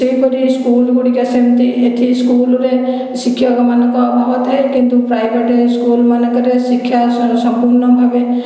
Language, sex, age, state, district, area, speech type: Odia, female, 60+, Odisha, Khordha, rural, spontaneous